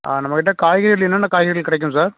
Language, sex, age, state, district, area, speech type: Tamil, male, 30-45, Tamil Nadu, Nagapattinam, rural, conversation